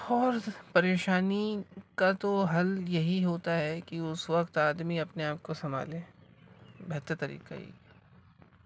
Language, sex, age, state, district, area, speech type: Urdu, male, 18-30, Uttar Pradesh, Gautam Buddha Nagar, rural, spontaneous